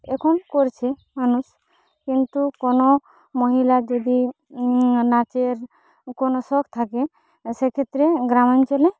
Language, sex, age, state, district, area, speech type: Bengali, female, 18-30, West Bengal, Jhargram, rural, spontaneous